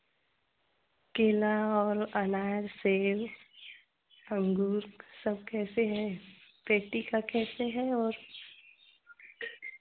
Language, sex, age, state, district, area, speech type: Hindi, female, 30-45, Uttar Pradesh, Chandauli, urban, conversation